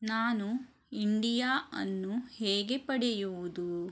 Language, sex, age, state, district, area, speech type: Kannada, female, 45-60, Karnataka, Shimoga, rural, read